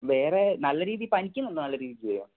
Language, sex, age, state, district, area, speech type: Malayalam, male, 18-30, Kerala, Kozhikode, urban, conversation